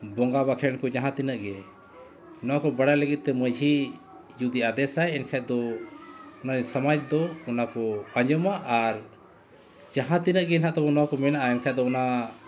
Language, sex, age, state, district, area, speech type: Santali, male, 45-60, Jharkhand, Bokaro, rural, spontaneous